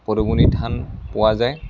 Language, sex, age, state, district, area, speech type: Assamese, male, 30-45, Assam, Lakhimpur, rural, spontaneous